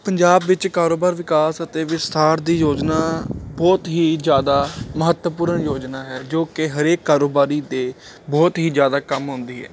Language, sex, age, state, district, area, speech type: Punjabi, male, 18-30, Punjab, Ludhiana, urban, spontaneous